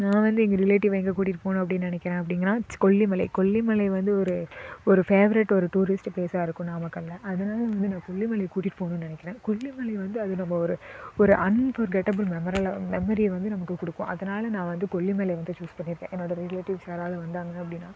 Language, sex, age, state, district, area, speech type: Tamil, female, 18-30, Tamil Nadu, Namakkal, rural, spontaneous